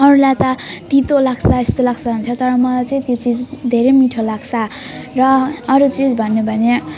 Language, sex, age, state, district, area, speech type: Nepali, female, 18-30, West Bengal, Alipurduar, urban, spontaneous